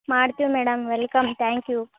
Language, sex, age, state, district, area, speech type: Kannada, female, 18-30, Karnataka, Bellary, rural, conversation